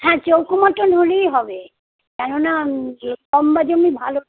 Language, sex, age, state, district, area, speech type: Bengali, female, 60+, West Bengal, Kolkata, urban, conversation